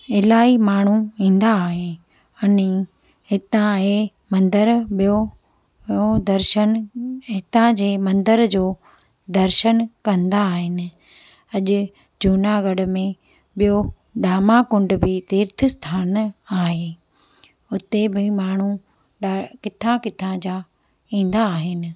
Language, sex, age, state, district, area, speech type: Sindhi, female, 30-45, Gujarat, Junagadh, urban, spontaneous